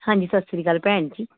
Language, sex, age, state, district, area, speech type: Punjabi, female, 30-45, Punjab, Pathankot, urban, conversation